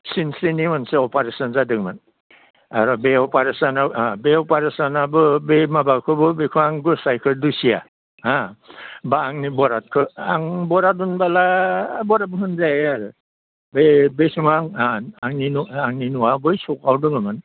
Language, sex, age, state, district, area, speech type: Bodo, male, 60+, Assam, Udalguri, rural, conversation